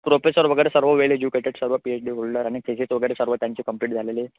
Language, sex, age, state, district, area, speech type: Marathi, male, 18-30, Maharashtra, Ratnagiri, rural, conversation